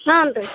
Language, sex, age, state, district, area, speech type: Kannada, female, 30-45, Karnataka, Gadag, rural, conversation